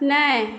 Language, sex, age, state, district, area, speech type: Maithili, other, 18-30, Bihar, Saharsa, rural, read